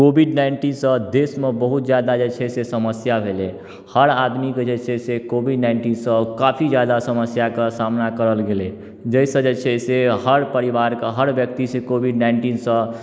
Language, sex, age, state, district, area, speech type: Maithili, male, 18-30, Bihar, Darbhanga, urban, spontaneous